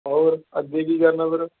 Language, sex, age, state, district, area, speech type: Punjabi, male, 18-30, Punjab, Fatehgarh Sahib, rural, conversation